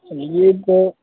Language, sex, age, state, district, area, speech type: Hindi, male, 18-30, Uttar Pradesh, Prayagraj, urban, conversation